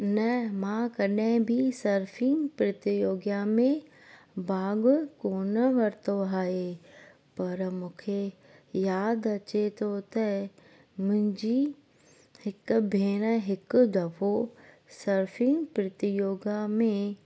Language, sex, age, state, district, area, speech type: Sindhi, female, 30-45, Gujarat, Junagadh, rural, spontaneous